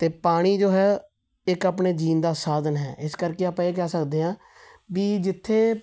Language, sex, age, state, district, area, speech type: Punjabi, male, 30-45, Punjab, Tarn Taran, urban, spontaneous